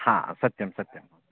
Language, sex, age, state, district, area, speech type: Sanskrit, male, 18-30, Karnataka, Uttara Kannada, rural, conversation